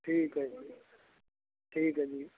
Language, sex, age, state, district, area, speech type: Punjabi, male, 60+, Punjab, Bathinda, urban, conversation